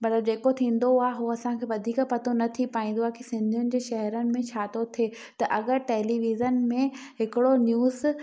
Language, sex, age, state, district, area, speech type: Sindhi, female, 18-30, Madhya Pradesh, Katni, rural, spontaneous